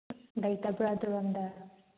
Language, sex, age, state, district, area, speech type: Manipuri, female, 30-45, Manipur, Chandel, rural, conversation